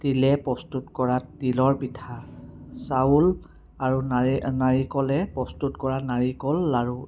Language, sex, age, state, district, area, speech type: Assamese, male, 30-45, Assam, Sivasagar, urban, spontaneous